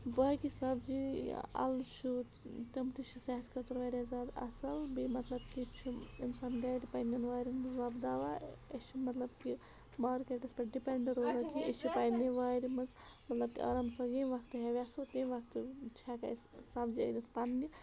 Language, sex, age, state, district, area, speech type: Kashmiri, female, 30-45, Jammu and Kashmir, Bandipora, rural, spontaneous